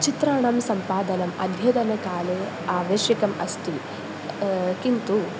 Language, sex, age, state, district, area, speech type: Sanskrit, female, 18-30, Kerala, Malappuram, rural, spontaneous